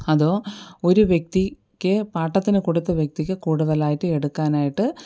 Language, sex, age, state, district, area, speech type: Malayalam, female, 45-60, Kerala, Thiruvananthapuram, urban, spontaneous